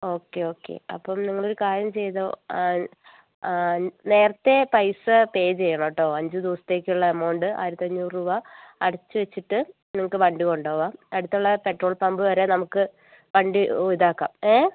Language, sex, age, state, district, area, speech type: Malayalam, female, 45-60, Kerala, Wayanad, rural, conversation